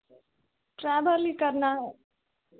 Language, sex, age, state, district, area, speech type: Hindi, female, 18-30, Bihar, Begusarai, urban, conversation